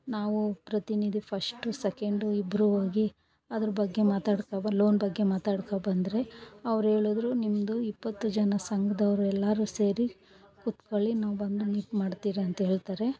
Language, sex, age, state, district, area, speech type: Kannada, female, 45-60, Karnataka, Bangalore Rural, rural, spontaneous